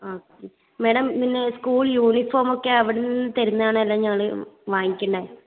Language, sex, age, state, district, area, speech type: Malayalam, female, 18-30, Kerala, Kasaragod, rural, conversation